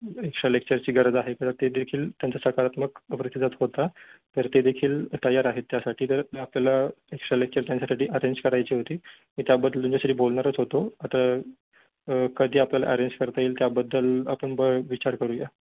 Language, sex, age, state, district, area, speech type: Marathi, male, 18-30, Maharashtra, Ratnagiri, urban, conversation